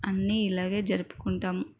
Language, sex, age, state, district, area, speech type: Telugu, female, 30-45, Telangana, Mancherial, rural, spontaneous